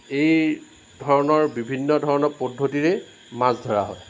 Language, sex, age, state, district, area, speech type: Assamese, male, 45-60, Assam, Lakhimpur, rural, spontaneous